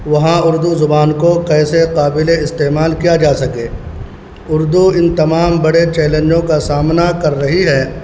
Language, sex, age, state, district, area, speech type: Urdu, male, 18-30, Bihar, Purnia, rural, spontaneous